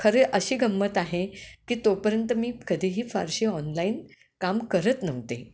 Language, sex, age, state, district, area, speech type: Marathi, female, 60+, Maharashtra, Kolhapur, urban, spontaneous